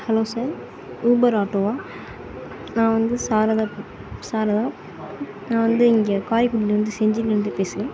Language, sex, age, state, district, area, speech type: Tamil, female, 18-30, Tamil Nadu, Sivaganga, rural, spontaneous